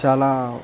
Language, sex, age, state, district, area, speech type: Telugu, male, 18-30, Andhra Pradesh, Nandyal, urban, spontaneous